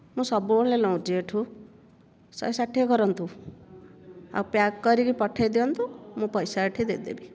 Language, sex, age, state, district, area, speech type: Odia, female, 45-60, Odisha, Dhenkanal, rural, spontaneous